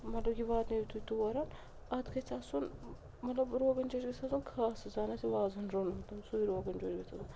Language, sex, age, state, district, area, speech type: Kashmiri, female, 45-60, Jammu and Kashmir, Srinagar, urban, spontaneous